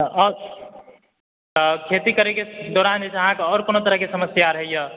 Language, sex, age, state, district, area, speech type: Maithili, male, 18-30, Bihar, Supaul, rural, conversation